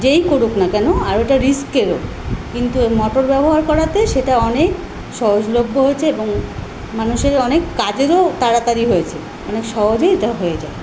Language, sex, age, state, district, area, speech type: Bengali, female, 45-60, West Bengal, Kolkata, urban, spontaneous